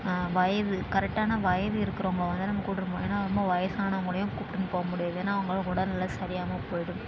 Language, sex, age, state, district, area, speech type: Tamil, female, 18-30, Tamil Nadu, Tiruvannamalai, urban, spontaneous